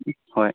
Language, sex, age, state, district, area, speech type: Manipuri, male, 18-30, Manipur, Kangpokpi, urban, conversation